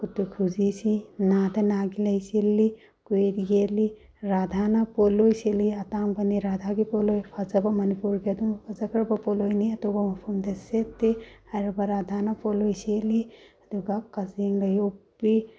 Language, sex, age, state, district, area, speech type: Manipuri, female, 30-45, Manipur, Bishnupur, rural, spontaneous